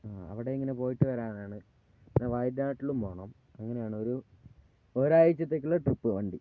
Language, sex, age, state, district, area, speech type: Malayalam, male, 30-45, Kerala, Wayanad, rural, spontaneous